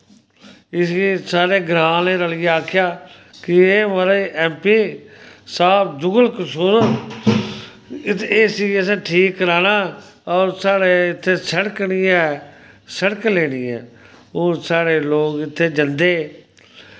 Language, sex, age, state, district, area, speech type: Dogri, male, 45-60, Jammu and Kashmir, Samba, rural, spontaneous